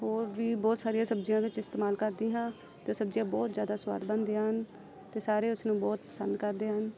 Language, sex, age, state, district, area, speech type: Punjabi, female, 30-45, Punjab, Amritsar, urban, spontaneous